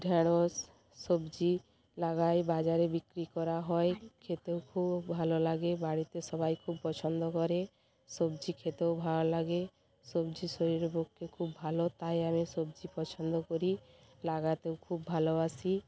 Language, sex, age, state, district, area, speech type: Bengali, female, 45-60, West Bengal, Bankura, rural, spontaneous